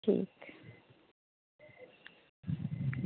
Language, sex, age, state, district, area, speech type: Dogri, female, 30-45, Jammu and Kashmir, Reasi, rural, conversation